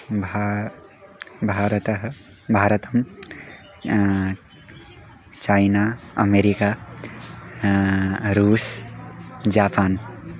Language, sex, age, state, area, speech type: Sanskrit, male, 18-30, Uttarakhand, rural, spontaneous